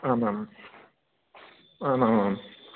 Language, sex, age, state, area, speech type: Sanskrit, male, 18-30, Madhya Pradesh, rural, conversation